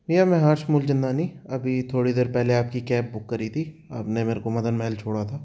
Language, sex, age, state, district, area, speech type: Hindi, male, 30-45, Madhya Pradesh, Jabalpur, urban, spontaneous